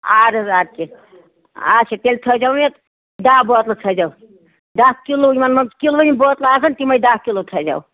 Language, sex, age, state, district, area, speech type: Kashmiri, female, 60+, Jammu and Kashmir, Ganderbal, rural, conversation